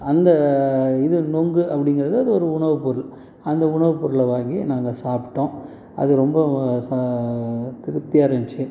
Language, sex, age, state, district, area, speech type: Tamil, male, 45-60, Tamil Nadu, Salem, urban, spontaneous